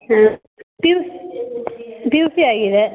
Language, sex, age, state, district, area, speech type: Kannada, female, 30-45, Karnataka, Shimoga, rural, conversation